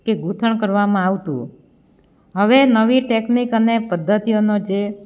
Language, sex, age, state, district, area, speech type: Gujarati, female, 45-60, Gujarat, Amreli, rural, spontaneous